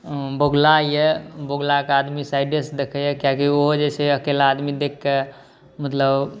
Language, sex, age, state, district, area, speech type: Maithili, male, 18-30, Bihar, Saharsa, urban, spontaneous